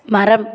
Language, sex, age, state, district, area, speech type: Tamil, female, 30-45, Tamil Nadu, Tirupattur, rural, read